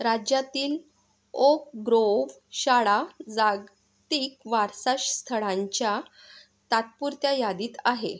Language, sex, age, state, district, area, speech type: Marathi, female, 45-60, Maharashtra, Yavatmal, urban, read